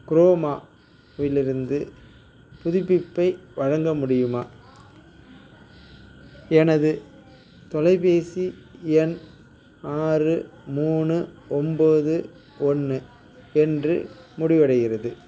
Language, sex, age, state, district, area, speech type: Tamil, male, 45-60, Tamil Nadu, Nagapattinam, rural, read